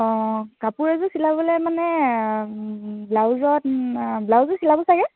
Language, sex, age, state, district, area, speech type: Assamese, female, 45-60, Assam, Dhemaji, rural, conversation